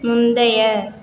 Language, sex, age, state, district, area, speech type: Tamil, female, 18-30, Tamil Nadu, Cuddalore, rural, read